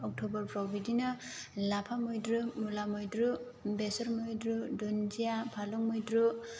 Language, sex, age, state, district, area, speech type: Bodo, female, 30-45, Assam, Chirang, rural, spontaneous